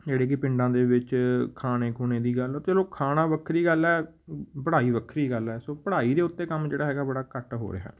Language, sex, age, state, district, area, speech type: Punjabi, male, 18-30, Punjab, Patiala, rural, spontaneous